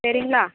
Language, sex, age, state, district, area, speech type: Tamil, female, 18-30, Tamil Nadu, Thoothukudi, urban, conversation